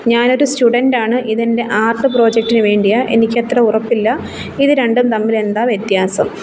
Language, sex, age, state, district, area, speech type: Malayalam, female, 30-45, Kerala, Kollam, rural, read